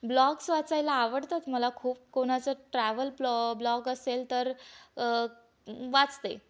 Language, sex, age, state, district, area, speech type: Marathi, female, 18-30, Maharashtra, Ahmednagar, urban, spontaneous